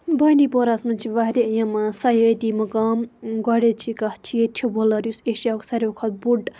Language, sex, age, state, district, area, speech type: Kashmiri, female, 18-30, Jammu and Kashmir, Bandipora, rural, spontaneous